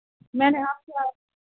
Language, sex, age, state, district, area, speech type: Urdu, female, 18-30, Bihar, Saharsa, rural, conversation